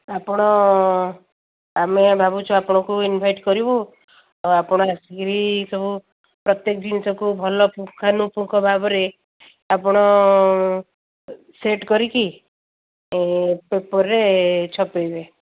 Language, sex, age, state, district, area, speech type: Odia, female, 60+, Odisha, Gajapati, rural, conversation